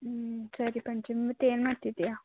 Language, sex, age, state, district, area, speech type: Kannada, female, 45-60, Karnataka, Tumkur, rural, conversation